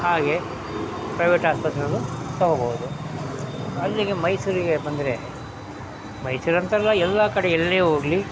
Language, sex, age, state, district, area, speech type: Kannada, male, 60+, Karnataka, Mysore, rural, spontaneous